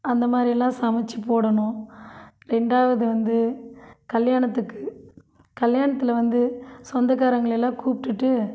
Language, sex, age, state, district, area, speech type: Tamil, female, 45-60, Tamil Nadu, Krishnagiri, rural, spontaneous